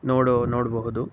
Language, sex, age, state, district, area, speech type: Kannada, male, 18-30, Karnataka, Mysore, urban, spontaneous